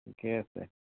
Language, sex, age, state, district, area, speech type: Assamese, male, 45-60, Assam, Sonitpur, urban, conversation